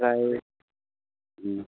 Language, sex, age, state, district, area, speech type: Bodo, male, 18-30, Assam, Baksa, rural, conversation